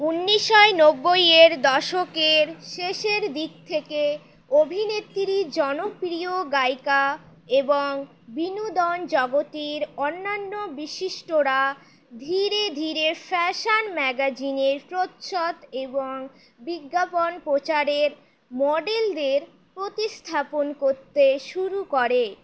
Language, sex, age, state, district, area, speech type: Bengali, female, 18-30, West Bengal, Howrah, urban, read